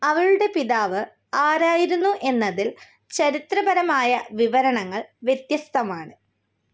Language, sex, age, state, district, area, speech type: Malayalam, female, 18-30, Kerala, Thiruvananthapuram, rural, read